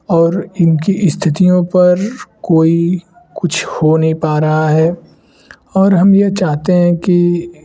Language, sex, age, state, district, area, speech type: Hindi, male, 18-30, Uttar Pradesh, Varanasi, rural, spontaneous